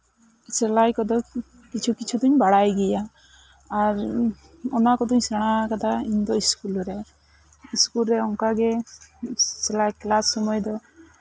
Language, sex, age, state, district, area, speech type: Santali, female, 30-45, West Bengal, Bankura, rural, spontaneous